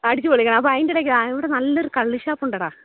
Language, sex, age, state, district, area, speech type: Malayalam, female, 30-45, Kerala, Pathanamthitta, rural, conversation